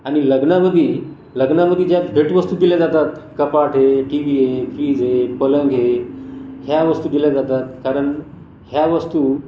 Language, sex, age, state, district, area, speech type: Marathi, male, 45-60, Maharashtra, Buldhana, rural, spontaneous